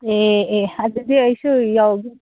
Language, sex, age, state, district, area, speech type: Manipuri, female, 30-45, Manipur, Senapati, urban, conversation